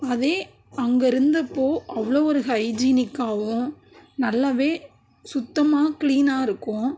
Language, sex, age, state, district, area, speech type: Tamil, female, 30-45, Tamil Nadu, Tiruvarur, rural, spontaneous